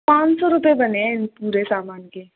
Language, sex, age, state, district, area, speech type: Hindi, female, 18-30, Rajasthan, Jaipur, urban, conversation